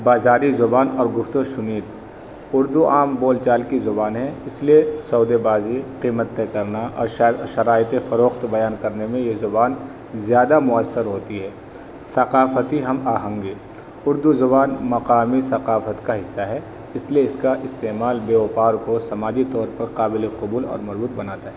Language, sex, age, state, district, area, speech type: Urdu, male, 30-45, Delhi, North East Delhi, urban, spontaneous